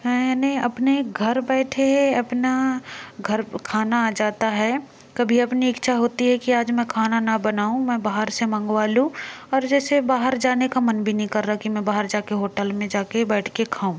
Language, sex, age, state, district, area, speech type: Hindi, female, 30-45, Madhya Pradesh, Bhopal, urban, spontaneous